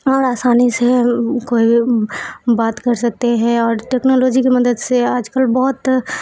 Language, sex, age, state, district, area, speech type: Urdu, female, 45-60, Bihar, Supaul, urban, spontaneous